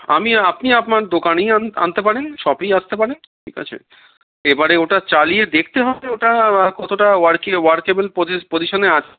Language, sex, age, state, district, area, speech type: Bengali, male, 45-60, West Bengal, Darjeeling, rural, conversation